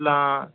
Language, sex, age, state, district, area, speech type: Telugu, male, 18-30, Telangana, Hyderabad, urban, conversation